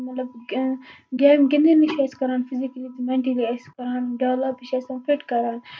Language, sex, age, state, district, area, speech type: Kashmiri, female, 18-30, Jammu and Kashmir, Baramulla, urban, spontaneous